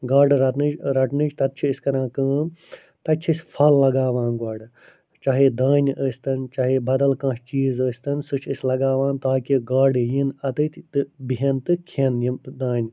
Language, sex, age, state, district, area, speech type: Kashmiri, male, 45-60, Jammu and Kashmir, Srinagar, urban, spontaneous